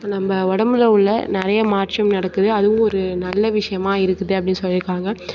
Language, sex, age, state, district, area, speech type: Tamil, female, 18-30, Tamil Nadu, Mayiladuthurai, rural, spontaneous